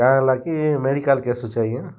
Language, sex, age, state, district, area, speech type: Odia, male, 30-45, Odisha, Kalahandi, rural, spontaneous